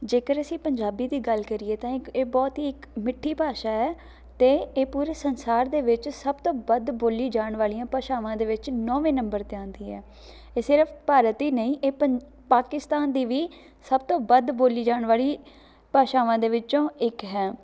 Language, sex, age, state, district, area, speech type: Punjabi, female, 18-30, Punjab, Shaheed Bhagat Singh Nagar, rural, spontaneous